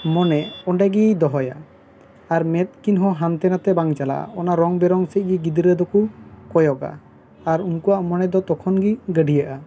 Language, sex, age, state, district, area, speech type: Santali, male, 18-30, West Bengal, Bankura, rural, spontaneous